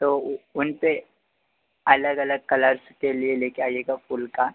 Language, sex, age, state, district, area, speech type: Hindi, male, 30-45, Madhya Pradesh, Harda, urban, conversation